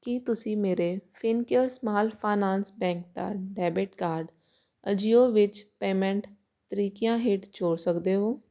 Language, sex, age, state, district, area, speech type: Punjabi, female, 18-30, Punjab, Jalandhar, urban, read